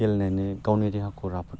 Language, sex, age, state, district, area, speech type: Bodo, male, 18-30, Assam, Udalguri, urban, spontaneous